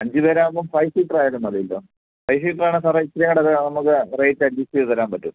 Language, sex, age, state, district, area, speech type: Malayalam, male, 30-45, Kerala, Kottayam, rural, conversation